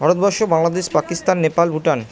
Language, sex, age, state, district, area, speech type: Bengali, female, 30-45, West Bengal, Purba Bardhaman, urban, spontaneous